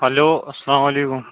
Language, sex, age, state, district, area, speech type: Kashmiri, male, 18-30, Jammu and Kashmir, Shopian, rural, conversation